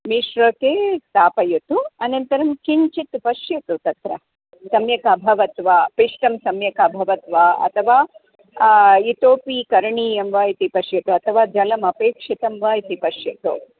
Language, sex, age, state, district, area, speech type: Sanskrit, female, 45-60, Karnataka, Dharwad, urban, conversation